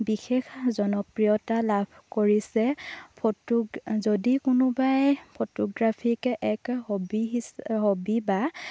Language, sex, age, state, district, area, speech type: Assamese, female, 18-30, Assam, Lakhimpur, rural, spontaneous